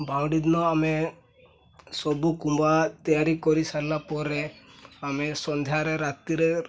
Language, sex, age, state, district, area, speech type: Odia, male, 18-30, Odisha, Mayurbhanj, rural, spontaneous